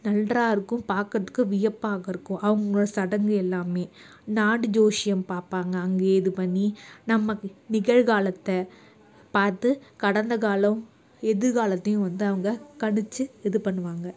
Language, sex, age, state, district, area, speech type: Tamil, female, 60+, Tamil Nadu, Cuddalore, urban, spontaneous